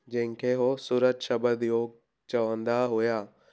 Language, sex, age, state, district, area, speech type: Sindhi, male, 18-30, Gujarat, Surat, urban, spontaneous